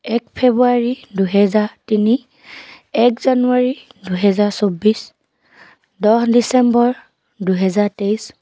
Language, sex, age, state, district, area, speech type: Assamese, female, 18-30, Assam, Dibrugarh, rural, spontaneous